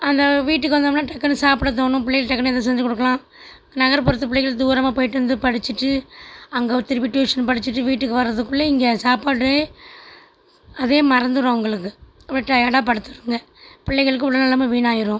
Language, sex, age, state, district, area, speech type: Tamil, female, 45-60, Tamil Nadu, Tiruchirappalli, rural, spontaneous